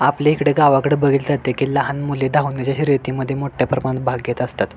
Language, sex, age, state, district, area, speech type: Marathi, male, 18-30, Maharashtra, Sangli, urban, spontaneous